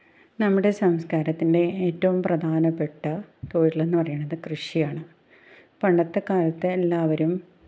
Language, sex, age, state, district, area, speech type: Malayalam, female, 30-45, Kerala, Ernakulam, rural, spontaneous